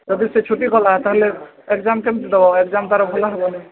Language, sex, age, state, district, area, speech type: Odia, male, 45-60, Odisha, Balangir, urban, conversation